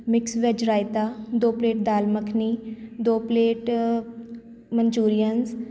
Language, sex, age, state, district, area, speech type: Punjabi, female, 30-45, Punjab, Shaheed Bhagat Singh Nagar, urban, spontaneous